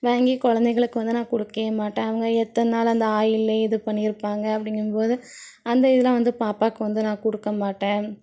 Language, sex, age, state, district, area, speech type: Tamil, female, 30-45, Tamil Nadu, Thoothukudi, urban, spontaneous